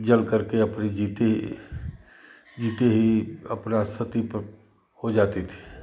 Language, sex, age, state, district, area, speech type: Hindi, male, 60+, Uttar Pradesh, Chandauli, urban, spontaneous